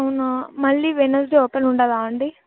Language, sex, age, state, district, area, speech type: Telugu, female, 18-30, Telangana, Vikarabad, urban, conversation